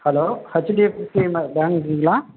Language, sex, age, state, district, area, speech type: Tamil, male, 30-45, Tamil Nadu, Pudukkottai, rural, conversation